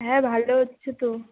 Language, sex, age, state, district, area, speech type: Bengali, female, 30-45, West Bengal, South 24 Parganas, rural, conversation